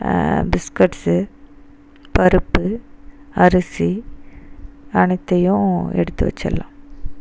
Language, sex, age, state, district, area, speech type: Tamil, female, 30-45, Tamil Nadu, Dharmapuri, rural, spontaneous